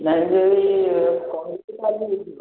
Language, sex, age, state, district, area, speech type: Odia, male, 18-30, Odisha, Khordha, rural, conversation